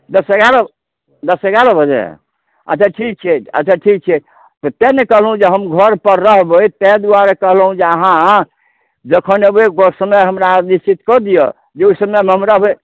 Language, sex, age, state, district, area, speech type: Maithili, male, 60+, Bihar, Samastipur, urban, conversation